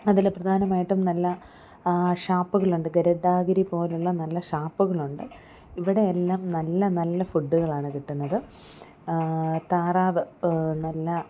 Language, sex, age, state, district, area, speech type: Malayalam, female, 30-45, Kerala, Alappuzha, rural, spontaneous